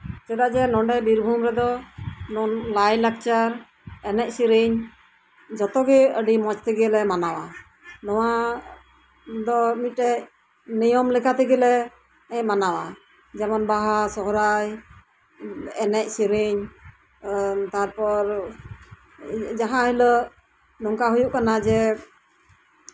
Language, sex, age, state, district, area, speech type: Santali, female, 60+, West Bengal, Birbhum, rural, spontaneous